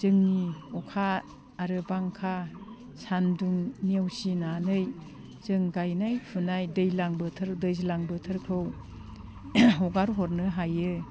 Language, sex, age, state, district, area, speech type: Bodo, female, 60+, Assam, Udalguri, rural, spontaneous